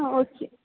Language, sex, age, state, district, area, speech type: Tamil, female, 18-30, Tamil Nadu, Mayiladuthurai, urban, conversation